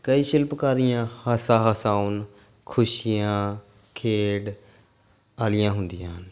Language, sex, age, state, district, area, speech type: Punjabi, male, 18-30, Punjab, Pathankot, urban, spontaneous